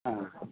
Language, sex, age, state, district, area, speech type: Maithili, male, 45-60, Bihar, Madhubani, rural, conversation